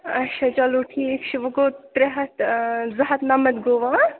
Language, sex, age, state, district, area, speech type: Kashmiri, female, 30-45, Jammu and Kashmir, Bandipora, rural, conversation